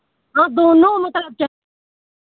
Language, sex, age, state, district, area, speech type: Hindi, female, 60+, Uttar Pradesh, Lucknow, rural, conversation